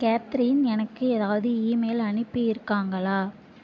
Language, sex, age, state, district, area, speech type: Tamil, female, 18-30, Tamil Nadu, Mayiladuthurai, urban, read